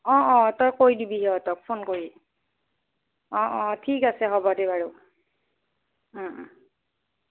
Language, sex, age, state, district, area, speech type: Assamese, female, 45-60, Assam, Nagaon, rural, conversation